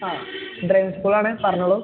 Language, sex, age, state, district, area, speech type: Malayalam, male, 30-45, Kerala, Malappuram, rural, conversation